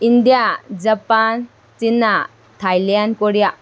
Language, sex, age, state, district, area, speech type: Manipuri, female, 18-30, Manipur, Kakching, rural, spontaneous